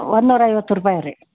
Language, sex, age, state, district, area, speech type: Kannada, female, 60+, Karnataka, Gadag, rural, conversation